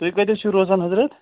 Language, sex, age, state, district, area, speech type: Kashmiri, male, 18-30, Jammu and Kashmir, Ganderbal, rural, conversation